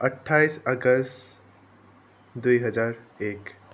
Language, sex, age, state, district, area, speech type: Nepali, male, 45-60, West Bengal, Darjeeling, rural, spontaneous